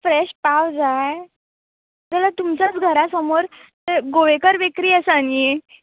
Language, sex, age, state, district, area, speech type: Goan Konkani, female, 18-30, Goa, Bardez, urban, conversation